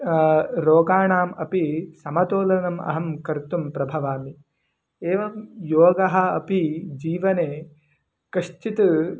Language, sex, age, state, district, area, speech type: Sanskrit, male, 18-30, Karnataka, Mandya, rural, spontaneous